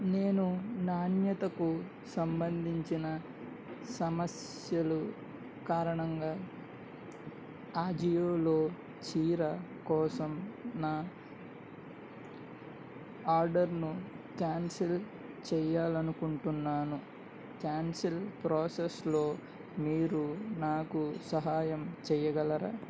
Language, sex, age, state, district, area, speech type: Telugu, male, 18-30, Andhra Pradesh, N T Rama Rao, urban, read